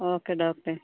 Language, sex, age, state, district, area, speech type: Malayalam, female, 60+, Kerala, Kozhikode, urban, conversation